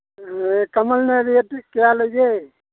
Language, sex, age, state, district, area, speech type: Manipuri, male, 60+, Manipur, Kakching, rural, conversation